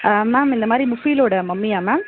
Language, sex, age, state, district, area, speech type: Tamil, female, 18-30, Tamil Nadu, Krishnagiri, rural, conversation